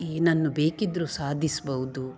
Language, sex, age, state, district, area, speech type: Kannada, female, 45-60, Karnataka, Dakshina Kannada, rural, spontaneous